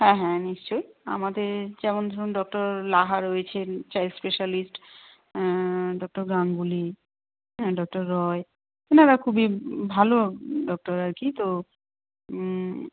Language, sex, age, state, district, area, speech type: Bengali, female, 30-45, West Bengal, Darjeeling, urban, conversation